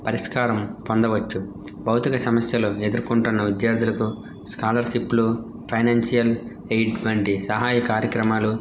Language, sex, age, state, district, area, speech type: Telugu, male, 18-30, Andhra Pradesh, N T Rama Rao, rural, spontaneous